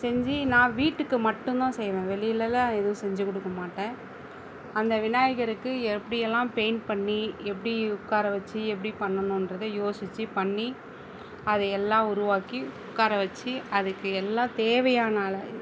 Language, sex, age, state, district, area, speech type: Tamil, female, 60+, Tamil Nadu, Mayiladuthurai, rural, spontaneous